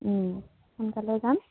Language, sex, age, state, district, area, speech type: Assamese, female, 18-30, Assam, Majuli, urban, conversation